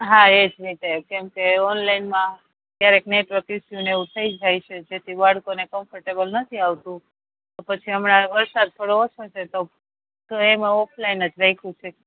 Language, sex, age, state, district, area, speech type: Gujarati, female, 30-45, Gujarat, Rajkot, urban, conversation